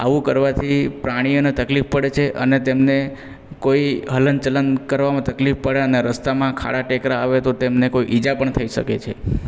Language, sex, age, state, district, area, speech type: Gujarati, male, 18-30, Gujarat, Valsad, rural, spontaneous